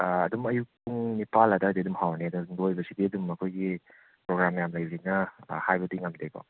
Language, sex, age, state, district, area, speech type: Manipuri, male, 30-45, Manipur, Imphal West, urban, conversation